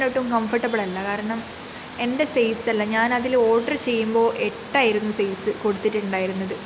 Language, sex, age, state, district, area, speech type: Malayalam, female, 18-30, Kerala, Wayanad, rural, spontaneous